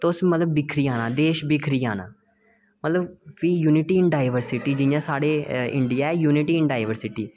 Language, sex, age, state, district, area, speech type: Dogri, male, 18-30, Jammu and Kashmir, Reasi, rural, spontaneous